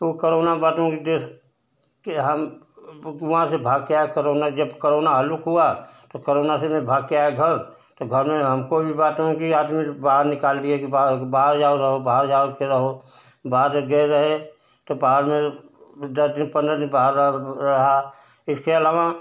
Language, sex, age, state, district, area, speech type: Hindi, male, 60+, Uttar Pradesh, Ghazipur, rural, spontaneous